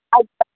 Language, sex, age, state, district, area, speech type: Kannada, female, 60+, Karnataka, Gulbarga, urban, conversation